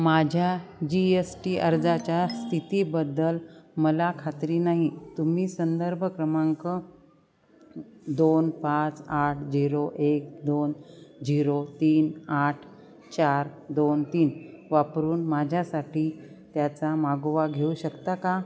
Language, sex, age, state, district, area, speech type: Marathi, female, 45-60, Maharashtra, Nanded, urban, read